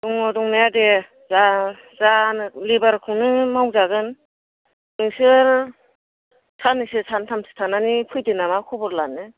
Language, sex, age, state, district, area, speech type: Bodo, female, 30-45, Assam, Kokrajhar, rural, conversation